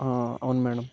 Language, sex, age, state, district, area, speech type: Telugu, male, 18-30, Andhra Pradesh, Bapatla, urban, spontaneous